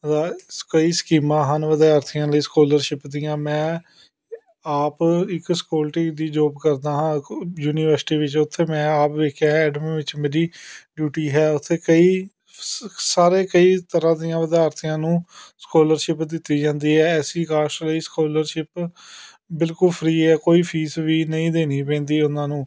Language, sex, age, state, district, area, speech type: Punjabi, male, 30-45, Punjab, Amritsar, urban, spontaneous